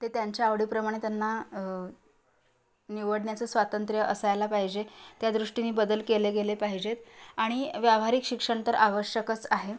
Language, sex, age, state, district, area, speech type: Marathi, female, 45-60, Maharashtra, Kolhapur, urban, spontaneous